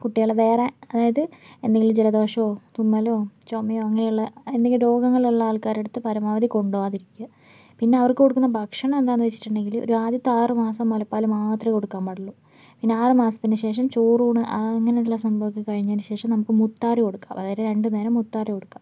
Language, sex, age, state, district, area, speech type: Malayalam, female, 30-45, Kerala, Wayanad, rural, spontaneous